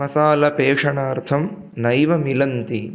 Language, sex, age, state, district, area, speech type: Sanskrit, male, 18-30, Karnataka, Chikkamagaluru, rural, spontaneous